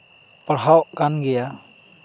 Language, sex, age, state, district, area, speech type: Santali, male, 18-30, West Bengal, Purulia, rural, spontaneous